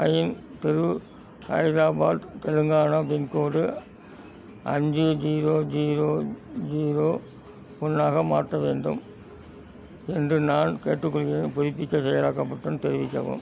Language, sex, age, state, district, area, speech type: Tamil, male, 60+, Tamil Nadu, Thanjavur, rural, read